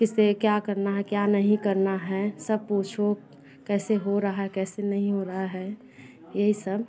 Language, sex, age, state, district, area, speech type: Hindi, female, 30-45, Uttar Pradesh, Bhadohi, rural, spontaneous